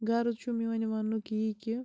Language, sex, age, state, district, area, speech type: Kashmiri, female, 30-45, Jammu and Kashmir, Bandipora, rural, spontaneous